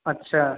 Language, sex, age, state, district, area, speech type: Hindi, male, 18-30, Uttar Pradesh, Azamgarh, rural, conversation